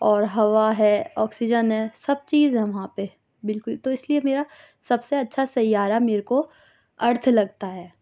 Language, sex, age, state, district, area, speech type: Urdu, female, 18-30, Delhi, South Delhi, urban, spontaneous